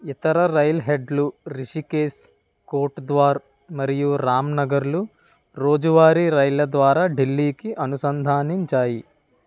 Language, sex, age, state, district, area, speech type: Telugu, male, 18-30, Andhra Pradesh, Kakinada, rural, read